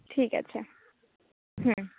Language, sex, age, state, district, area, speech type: Bengali, female, 30-45, West Bengal, Nadia, urban, conversation